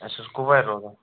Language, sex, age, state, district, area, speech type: Kashmiri, male, 18-30, Jammu and Kashmir, Kupwara, rural, conversation